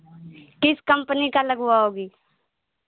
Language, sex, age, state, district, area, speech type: Hindi, female, 45-60, Uttar Pradesh, Lucknow, rural, conversation